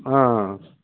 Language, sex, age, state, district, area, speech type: Telugu, male, 60+, Andhra Pradesh, Guntur, urban, conversation